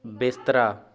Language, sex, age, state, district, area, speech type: Punjabi, male, 60+, Punjab, Shaheed Bhagat Singh Nagar, urban, read